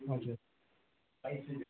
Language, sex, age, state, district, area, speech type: Nepali, male, 18-30, West Bengal, Darjeeling, rural, conversation